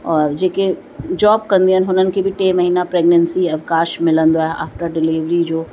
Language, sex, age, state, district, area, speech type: Sindhi, female, 45-60, Uttar Pradesh, Lucknow, rural, spontaneous